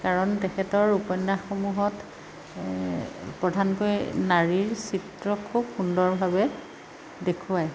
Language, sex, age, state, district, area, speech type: Assamese, female, 45-60, Assam, Dhemaji, rural, spontaneous